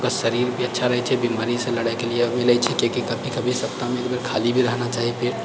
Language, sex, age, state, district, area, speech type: Maithili, male, 45-60, Bihar, Purnia, rural, spontaneous